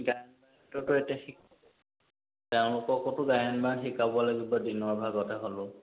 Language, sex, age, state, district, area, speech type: Assamese, male, 30-45, Assam, Majuli, urban, conversation